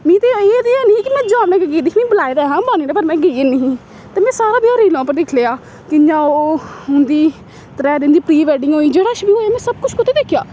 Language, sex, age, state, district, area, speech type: Dogri, female, 18-30, Jammu and Kashmir, Samba, rural, spontaneous